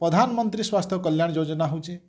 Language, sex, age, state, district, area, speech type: Odia, male, 45-60, Odisha, Bargarh, rural, spontaneous